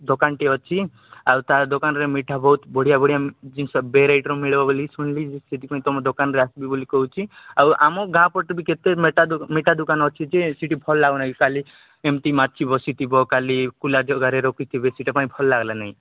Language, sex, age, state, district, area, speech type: Odia, male, 30-45, Odisha, Nabarangpur, urban, conversation